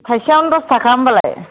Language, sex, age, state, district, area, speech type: Bodo, female, 30-45, Assam, Kokrajhar, rural, conversation